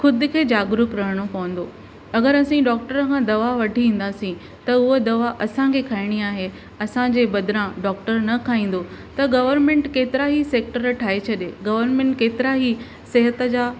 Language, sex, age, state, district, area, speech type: Sindhi, female, 45-60, Maharashtra, Thane, urban, spontaneous